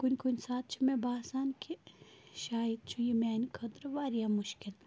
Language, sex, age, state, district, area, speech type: Kashmiri, female, 18-30, Jammu and Kashmir, Bandipora, rural, spontaneous